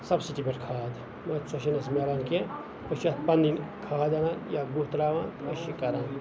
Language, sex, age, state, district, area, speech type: Kashmiri, male, 45-60, Jammu and Kashmir, Ganderbal, rural, spontaneous